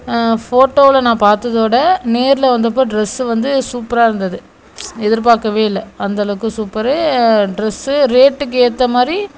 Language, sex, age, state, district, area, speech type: Tamil, female, 18-30, Tamil Nadu, Thoothukudi, rural, spontaneous